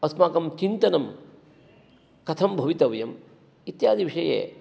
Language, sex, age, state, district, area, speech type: Sanskrit, male, 45-60, Karnataka, Shimoga, urban, spontaneous